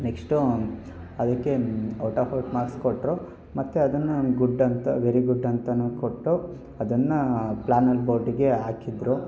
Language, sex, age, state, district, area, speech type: Kannada, male, 18-30, Karnataka, Hassan, rural, spontaneous